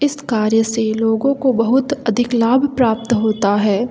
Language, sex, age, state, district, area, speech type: Hindi, female, 18-30, Madhya Pradesh, Hoshangabad, rural, spontaneous